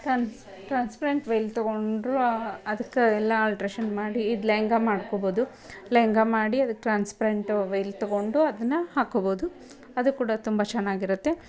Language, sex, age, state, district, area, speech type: Kannada, female, 30-45, Karnataka, Dharwad, rural, spontaneous